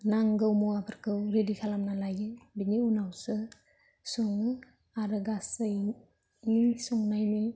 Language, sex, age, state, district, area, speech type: Bodo, female, 18-30, Assam, Kokrajhar, rural, spontaneous